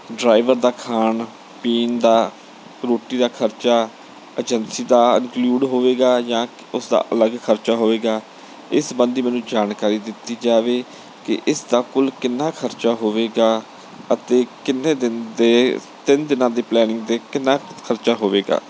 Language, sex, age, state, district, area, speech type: Punjabi, male, 30-45, Punjab, Bathinda, urban, spontaneous